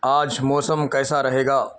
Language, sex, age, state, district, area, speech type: Urdu, male, 45-60, Telangana, Hyderabad, urban, read